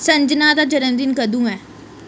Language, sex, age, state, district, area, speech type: Dogri, female, 18-30, Jammu and Kashmir, Reasi, urban, read